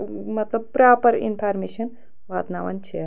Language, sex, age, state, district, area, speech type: Kashmiri, female, 45-60, Jammu and Kashmir, Anantnag, rural, spontaneous